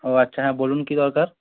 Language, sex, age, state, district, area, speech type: Bengali, male, 18-30, West Bengal, Hooghly, urban, conversation